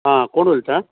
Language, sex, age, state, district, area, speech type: Goan Konkani, male, 60+, Goa, Canacona, rural, conversation